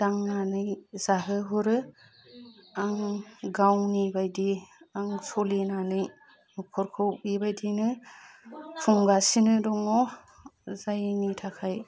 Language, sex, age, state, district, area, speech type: Bodo, female, 30-45, Assam, Udalguri, urban, spontaneous